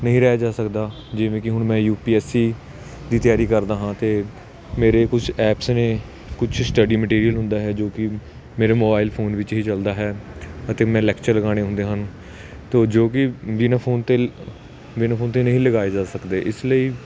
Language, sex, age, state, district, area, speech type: Punjabi, male, 18-30, Punjab, Kapurthala, urban, spontaneous